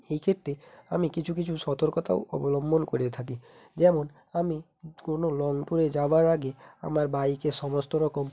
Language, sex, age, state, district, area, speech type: Bengali, male, 18-30, West Bengal, Hooghly, urban, spontaneous